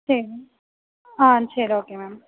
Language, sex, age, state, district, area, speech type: Tamil, female, 18-30, Tamil Nadu, Mayiladuthurai, rural, conversation